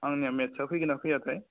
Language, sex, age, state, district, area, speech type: Bodo, male, 18-30, Assam, Udalguri, urban, conversation